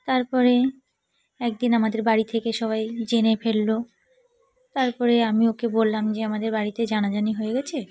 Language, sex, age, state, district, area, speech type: Bengali, female, 30-45, West Bengal, Cooch Behar, urban, spontaneous